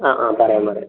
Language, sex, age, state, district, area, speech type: Malayalam, male, 18-30, Kerala, Wayanad, rural, conversation